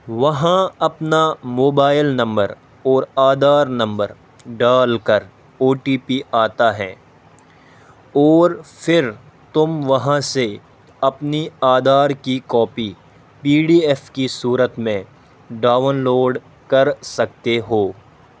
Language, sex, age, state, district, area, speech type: Urdu, male, 18-30, Delhi, North East Delhi, rural, spontaneous